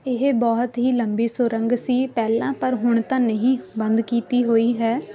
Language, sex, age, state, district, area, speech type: Punjabi, female, 18-30, Punjab, Muktsar, rural, spontaneous